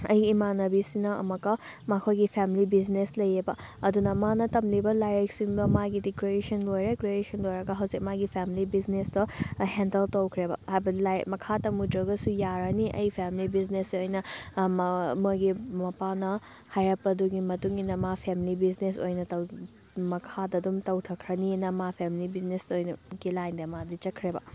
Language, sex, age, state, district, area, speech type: Manipuri, female, 18-30, Manipur, Thoubal, rural, spontaneous